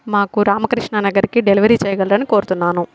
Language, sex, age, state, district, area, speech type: Telugu, female, 30-45, Andhra Pradesh, Kadapa, rural, spontaneous